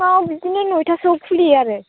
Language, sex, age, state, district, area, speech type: Bodo, female, 45-60, Assam, Chirang, rural, conversation